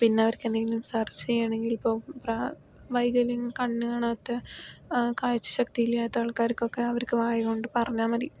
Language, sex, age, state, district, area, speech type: Malayalam, female, 18-30, Kerala, Palakkad, rural, spontaneous